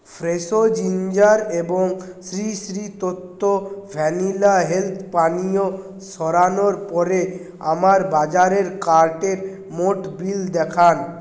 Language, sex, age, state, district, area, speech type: Bengali, male, 30-45, West Bengal, Purulia, urban, read